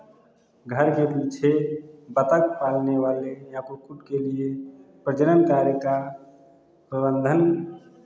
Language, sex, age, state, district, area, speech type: Hindi, male, 45-60, Uttar Pradesh, Lucknow, rural, spontaneous